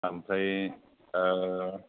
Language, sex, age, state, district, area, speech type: Bodo, male, 30-45, Assam, Kokrajhar, rural, conversation